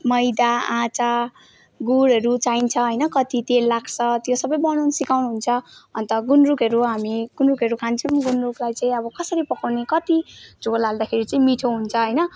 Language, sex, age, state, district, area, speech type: Nepali, female, 18-30, West Bengal, Jalpaiguri, rural, spontaneous